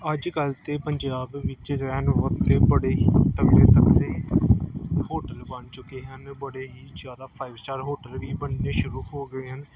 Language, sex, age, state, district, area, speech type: Punjabi, male, 18-30, Punjab, Gurdaspur, urban, spontaneous